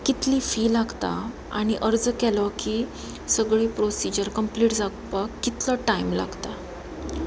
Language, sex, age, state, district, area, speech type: Goan Konkani, female, 30-45, Goa, Pernem, rural, spontaneous